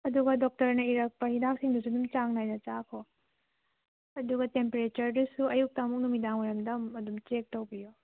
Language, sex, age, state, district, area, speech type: Manipuri, female, 30-45, Manipur, Tengnoupal, rural, conversation